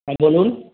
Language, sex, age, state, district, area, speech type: Bengali, male, 30-45, West Bengal, Darjeeling, rural, conversation